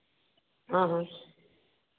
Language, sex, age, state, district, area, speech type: Hindi, female, 30-45, Uttar Pradesh, Varanasi, urban, conversation